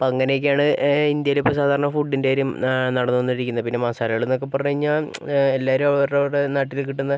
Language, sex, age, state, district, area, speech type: Malayalam, male, 18-30, Kerala, Kozhikode, urban, spontaneous